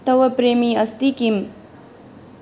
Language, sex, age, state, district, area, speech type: Sanskrit, female, 18-30, Manipur, Kangpokpi, rural, read